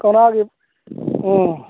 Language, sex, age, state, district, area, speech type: Manipuri, male, 30-45, Manipur, Churachandpur, rural, conversation